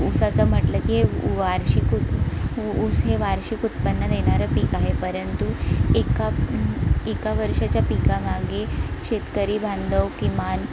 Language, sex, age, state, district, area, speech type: Marathi, female, 18-30, Maharashtra, Sindhudurg, rural, spontaneous